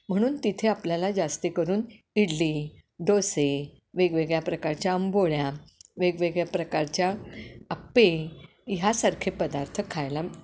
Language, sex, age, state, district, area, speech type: Marathi, female, 60+, Maharashtra, Kolhapur, urban, spontaneous